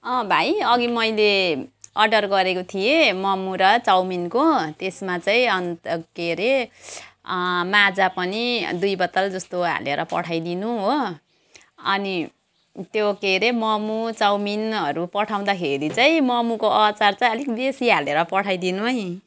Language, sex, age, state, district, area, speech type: Nepali, female, 45-60, West Bengal, Jalpaiguri, urban, spontaneous